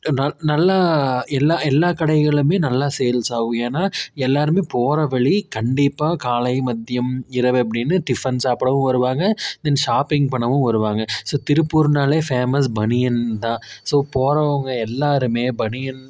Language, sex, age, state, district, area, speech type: Tamil, male, 30-45, Tamil Nadu, Tiruppur, rural, spontaneous